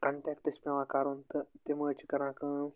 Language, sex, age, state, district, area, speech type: Kashmiri, male, 18-30, Jammu and Kashmir, Anantnag, rural, spontaneous